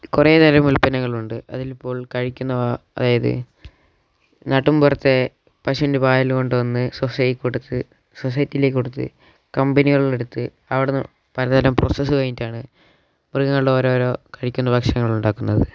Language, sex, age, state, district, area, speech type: Malayalam, male, 18-30, Kerala, Wayanad, rural, spontaneous